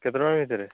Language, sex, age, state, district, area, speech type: Odia, male, 18-30, Odisha, Nayagarh, rural, conversation